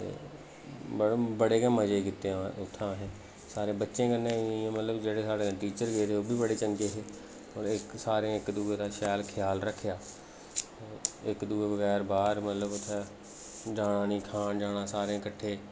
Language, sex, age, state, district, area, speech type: Dogri, male, 30-45, Jammu and Kashmir, Jammu, rural, spontaneous